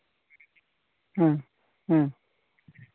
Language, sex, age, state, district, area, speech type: Santali, male, 30-45, Jharkhand, Seraikela Kharsawan, rural, conversation